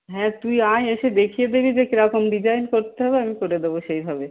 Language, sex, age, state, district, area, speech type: Bengali, female, 45-60, West Bengal, Hooghly, rural, conversation